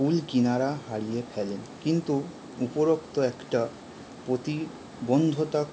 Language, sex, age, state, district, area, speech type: Bengali, male, 18-30, West Bengal, Howrah, urban, spontaneous